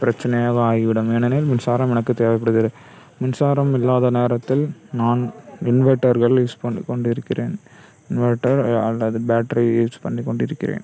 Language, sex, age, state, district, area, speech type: Tamil, male, 30-45, Tamil Nadu, Cuddalore, rural, spontaneous